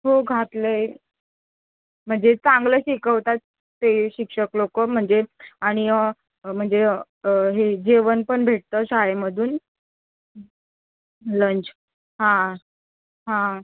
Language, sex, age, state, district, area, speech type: Marathi, female, 18-30, Maharashtra, Solapur, urban, conversation